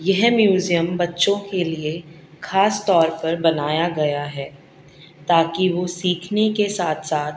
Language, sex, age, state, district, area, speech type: Urdu, female, 30-45, Delhi, South Delhi, urban, spontaneous